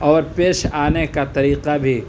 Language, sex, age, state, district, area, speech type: Urdu, male, 18-30, Uttar Pradesh, Saharanpur, urban, spontaneous